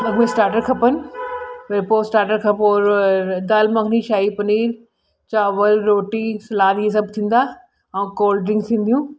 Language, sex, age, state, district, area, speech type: Sindhi, female, 60+, Delhi, South Delhi, urban, spontaneous